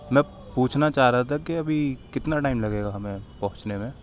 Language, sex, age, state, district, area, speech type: Urdu, male, 18-30, Delhi, Central Delhi, urban, spontaneous